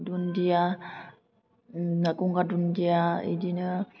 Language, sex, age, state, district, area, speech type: Bodo, female, 30-45, Assam, Baksa, rural, spontaneous